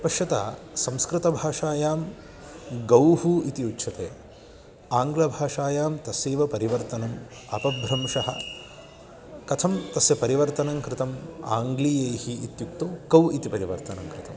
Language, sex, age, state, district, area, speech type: Sanskrit, male, 30-45, Karnataka, Bangalore Urban, urban, spontaneous